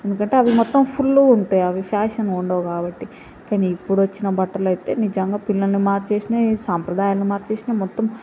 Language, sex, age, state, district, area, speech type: Telugu, female, 18-30, Telangana, Mahbubnagar, rural, spontaneous